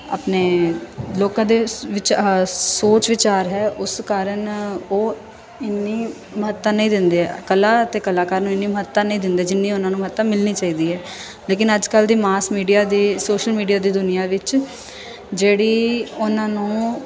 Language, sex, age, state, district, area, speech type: Punjabi, female, 18-30, Punjab, Firozpur, urban, spontaneous